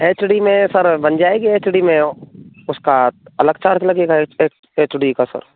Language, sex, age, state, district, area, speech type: Hindi, male, 18-30, Rajasthan, Bharatpur, rural, conversation